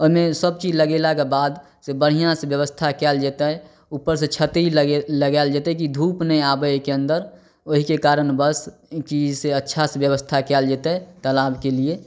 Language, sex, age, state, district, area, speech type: Maithili, male, 18-30, Bihar, Samastipur, rural, spontaneous